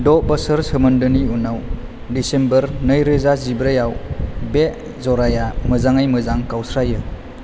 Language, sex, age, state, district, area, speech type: Bodo, male, 18-30, Assam, Chirang, urban, read